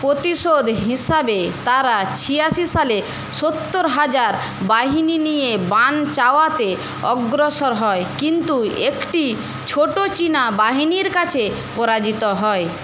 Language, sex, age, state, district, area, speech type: Bengali, female, 45-60, West Bengal, Paschim Medinipur, rural, read